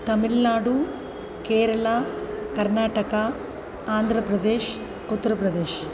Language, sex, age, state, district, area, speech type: Sanskrit, female, 45-60, Tamil Nadu, Chennai, urban, spontaneous